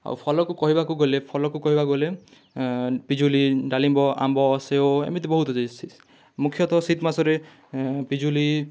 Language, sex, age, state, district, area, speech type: Odia, male, 18-30, Odisha, Kalahandi, rural, spontaneous